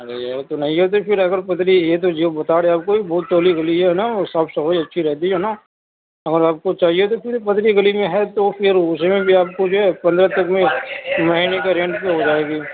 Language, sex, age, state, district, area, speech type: Urdu, male, 30-45, Uttar Pradesh, Gautam Buddha Nagar, rural, conversation